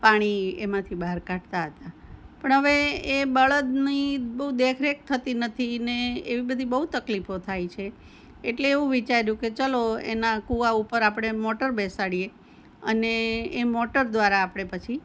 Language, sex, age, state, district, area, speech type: Gujarati, female, 60+, Gujarat, Anand, urban, spontaneous